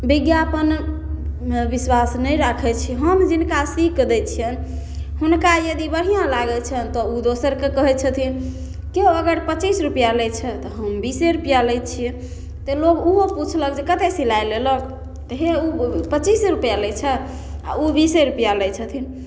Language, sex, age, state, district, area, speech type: Maithili, female, 18-30, Bihar, Samastipur, rural, spontaneous